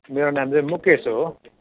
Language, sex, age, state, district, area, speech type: Nepali, male, 45-60, West Bengal, Jalpaiguri, urban, conversation